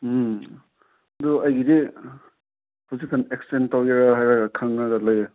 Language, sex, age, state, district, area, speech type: Manipuri, male, 18-30, Manipur, Senapati, rural, conversation